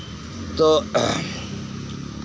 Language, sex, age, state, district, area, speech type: Santali, male, 45-60, West Bengal, Birbhum, rural, spontaneous